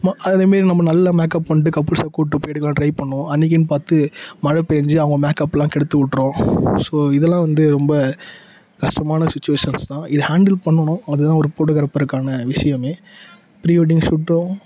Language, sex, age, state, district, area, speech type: Tamil, male, 30-45, Tamil Nadu, Tiruvannamalai, rural, spontaneous